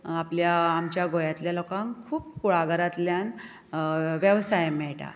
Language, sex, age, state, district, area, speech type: Goan Konkani, female, 45-60, Goa, Bardez, rural, spontaneous